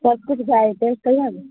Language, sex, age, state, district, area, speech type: Maithili, female, 18-30, Bihar, Araria, urban, conversation